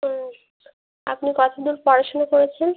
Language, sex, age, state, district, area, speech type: Bengali, female, 18-30, West Bengal, Birbhum, urban, conversation